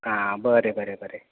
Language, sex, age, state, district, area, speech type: Goan Konkani, male, 18-30, Goa, Bardez, rural, conversation